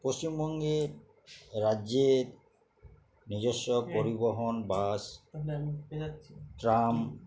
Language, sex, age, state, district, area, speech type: Bengali, male, 60+, West Bengal, Uttar Dinajpur, urban, spontaneous